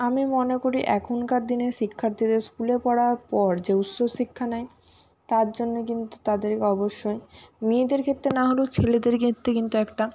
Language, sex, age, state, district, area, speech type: Bengali, female, 18-30, West Bengal, Purba Medinipur, rural, spontaneous